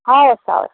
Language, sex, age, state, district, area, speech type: Nepali, female, 30-45, West Bengal, Kalimpong, rural, conversation